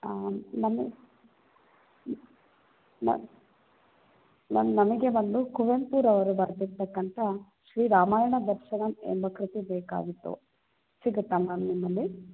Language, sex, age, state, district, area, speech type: Kannada, female, 45-60, Karnataka, Chikkaballapur, rural, conversation